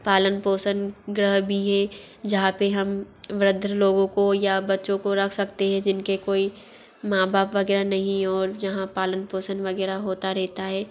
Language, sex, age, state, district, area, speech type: Hindi, female, 18-30, Madhya Pradesh, Bhopal, urban, spontaneous